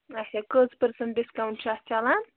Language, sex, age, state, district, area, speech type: Kashmiri, female, 18-30, Jammu and Kashmir, Pulwama, rural, conversation